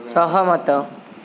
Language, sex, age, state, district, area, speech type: Odia, male, 18-30, Odisha, Subarnapur, urban, read